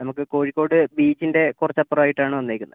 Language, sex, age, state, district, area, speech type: Malayalam, male, 60+, Kerala, Kozhikode, urban, conversation